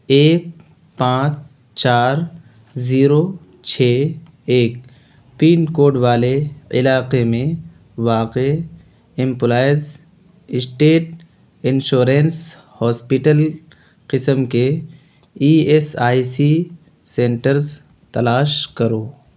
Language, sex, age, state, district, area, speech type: Urdu, male, 18-30, Bihar, Purnia, rural, read